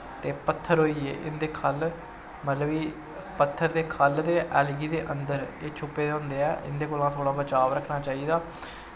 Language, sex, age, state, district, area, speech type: Dogri, male, 18-30, Jammu and Kashmir, Samba, rural, spontaneous